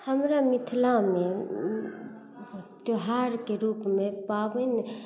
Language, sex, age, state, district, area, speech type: Maithili, female, 30-45, Bihar, Madhubani, rural, spontaneous